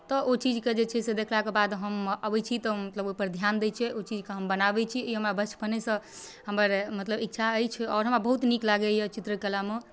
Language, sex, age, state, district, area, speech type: Maithili, female, 18-30, Bihar, Darbhanga, rural, spontaneous